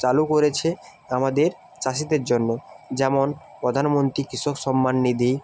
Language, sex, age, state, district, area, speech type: Bengali, male, 30-45, West Bengal, Jalpaiguri, rural, spontaneous